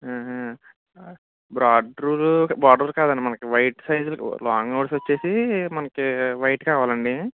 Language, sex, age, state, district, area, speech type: Telugu, male, 18-30, Andhra Pradesh, Eluru, rural, conversation